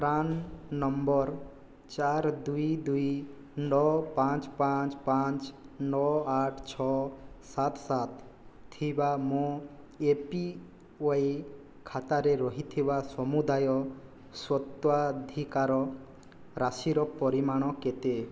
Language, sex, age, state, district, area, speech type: Odia, male, 18-30, Odisha, Boudh, rural, read